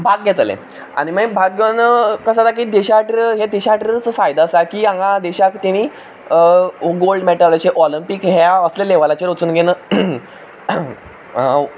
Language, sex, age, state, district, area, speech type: Goan Konkani, male, 18-30, Goa, Quepem, rural, spontaneous